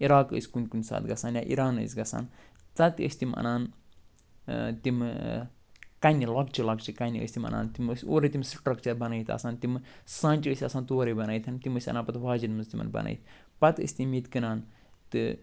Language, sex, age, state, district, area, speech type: Kashmiri, male, 45-60, Jammu and Kashmir, Ganderbal, urban, spontaneous